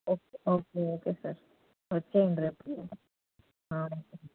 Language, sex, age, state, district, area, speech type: Telugu, female, 30-45, Andhra Pradesh, Nellore, urban, conversation